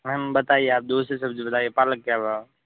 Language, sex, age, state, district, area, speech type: Hindi, male, 18-30, Rajasthan, Jodhpur, urban, conversation